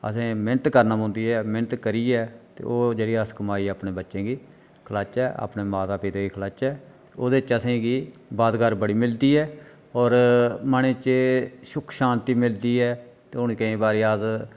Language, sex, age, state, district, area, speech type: Dogri, male, 45-60, Jammu and Kashmir, Reasi, rural, spontaneous